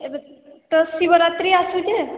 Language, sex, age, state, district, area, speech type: Odia, female, 60+, Odisha, Boudh, rural, conversation